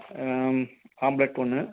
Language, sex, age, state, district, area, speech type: Tamil, male, 60+, Tamil Nadu, Ariyalur, rural, conversation